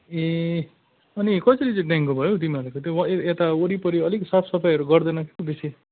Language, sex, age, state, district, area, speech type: Nepali, male, 45-60, West Bengal, Kalimpong, rural, conversation